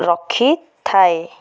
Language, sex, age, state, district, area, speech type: Odia, female, 45-60, Odisha, Cuttack, urban, spontaneous